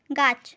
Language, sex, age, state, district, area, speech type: Bengali, female, 18-30, West Bengal, Jhargram, rural, read